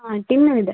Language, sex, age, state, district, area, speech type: Kannada, female, 18-30, Karnataka, Vijayanagara, rural, conversation